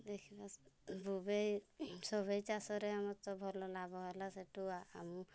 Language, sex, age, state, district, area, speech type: Odia, female, 45-60, Odisha, Mayurbhanj, rural, spontaneous